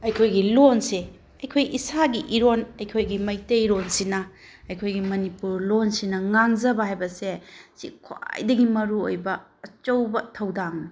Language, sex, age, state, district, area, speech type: Manipuri, female, 45-60, Manipur, Bishnupur, rural, spontaneous